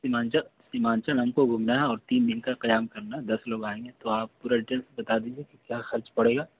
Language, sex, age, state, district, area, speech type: Urdu, male, 18-30, Bihar, Purnia, rural, conversation